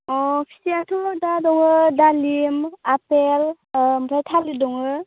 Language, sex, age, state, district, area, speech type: Bodo, female, 18-30, Assam, Baksa, rural, conversation